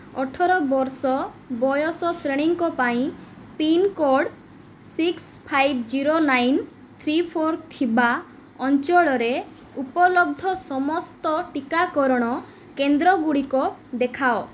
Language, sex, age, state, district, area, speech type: Odia, female, 18-30, Odisha, Malkangiri, urban, read